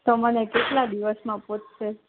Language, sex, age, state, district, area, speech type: Gujarati, female, 18-30, Gujarat, Junagadh, urban, conversation